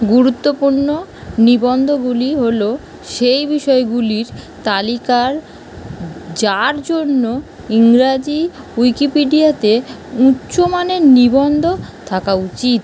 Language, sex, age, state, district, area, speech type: Bengali, female, 45-60, West Bengal, North 24 Parganas, urban, read